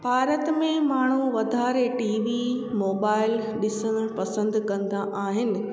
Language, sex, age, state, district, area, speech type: Sindhi, female, 30-45, Gujarat, Junagadh, urban, spontaneous